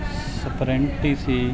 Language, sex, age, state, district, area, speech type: Punjabi, male, 30-45, Punjab, Mansa, urban, spontaneous